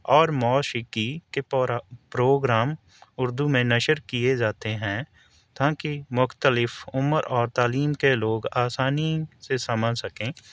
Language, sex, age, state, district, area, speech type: Urdu, male, 30-45, Delhi, New Delhi, urban, spontaneous